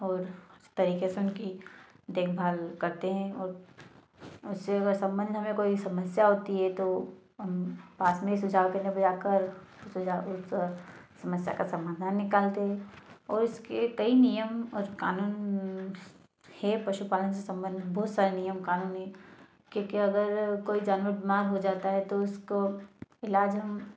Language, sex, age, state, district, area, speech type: Hindi, female, 18-30, Madhya Pradesh, Ujjain, rural, spontaneous